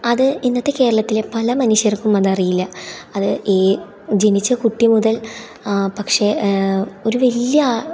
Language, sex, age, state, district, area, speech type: Malayalam, female, 18-30, Kerala, Thrissur, rural, spontaneous